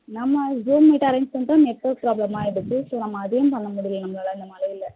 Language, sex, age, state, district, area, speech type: Tamil, female, 18-30, Tamil Nadu, Chennai, urban, conversation